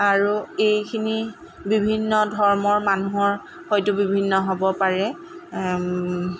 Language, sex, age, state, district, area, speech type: Assamese, female, 30-45, Assam, Lakhimpur, rural, spontaneous